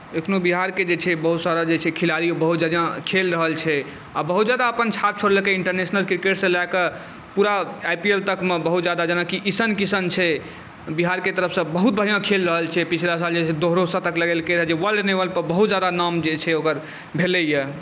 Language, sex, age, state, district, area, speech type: Maithili, male, 18-30, Bihar, Saharsa, urban, spontaneous